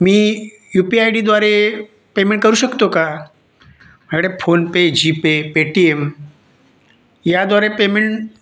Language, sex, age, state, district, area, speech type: Marathi, male, 45-60, Maharashtra, Raigad, rural, spontaneous